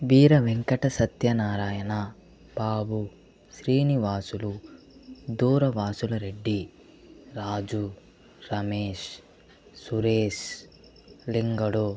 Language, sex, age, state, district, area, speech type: Telugu, male, 30-45, Andhra Pradesh, Chittoor, urban, spontaneous